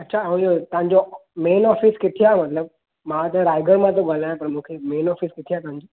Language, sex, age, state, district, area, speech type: Sindhi, male, 18-30, Maharashtra, Thane, urban, conversation